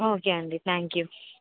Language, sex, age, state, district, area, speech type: Telugu, female, 18-30, Andhra Pradesh, Vizianagaram, urban, conversation